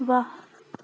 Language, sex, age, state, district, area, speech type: Nepali, female, 30-45, West Bengal, Darjeeling, rural, read